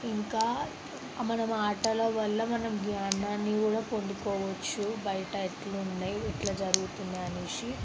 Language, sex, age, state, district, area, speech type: Telugu, female, 18-30, Telangana, Sangareddy, urban, spontaneous